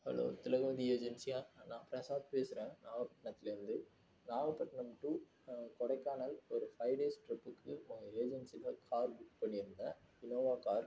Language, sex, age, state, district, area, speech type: Tamil, male, 18-30, Tamil Nadu, Nagapattinam, rural, spontaneous